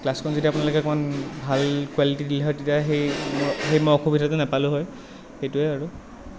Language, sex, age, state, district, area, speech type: Assamese, male, 18-30, Assam, Nalbari, rural, spontaneous